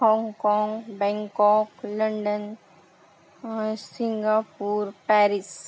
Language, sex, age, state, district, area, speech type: Marathi, female, 18-30, Maharashtra, Akola, rural, spontaneous